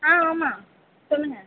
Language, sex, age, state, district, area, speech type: Tamil, female, 30-45, Tamil Nadu, Pudukkottai, rural, conversation